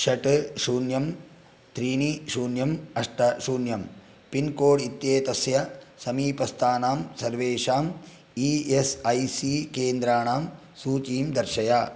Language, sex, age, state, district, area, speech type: Sanskrit, male, 45-60, Karnataka, Udupi, rural, read